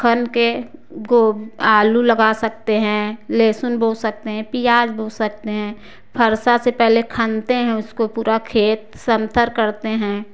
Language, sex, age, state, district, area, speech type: Hindi, female, 45-60, Uttar Pradesh, Prayagraj, rural, spontaneous